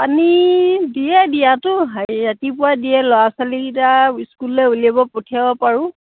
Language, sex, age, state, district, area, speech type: Assamese, female, 45-60, Assam, Sivasagar, rural, conversation